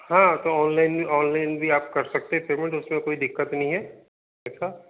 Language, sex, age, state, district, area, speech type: Hindi, male, 45-60, Madhya Pradesh, Balaghat, rural, conversation